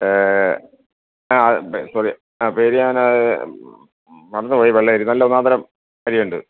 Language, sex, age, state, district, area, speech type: Malayalam, male, 60+, Kerala, Alappuzha, rural, conversation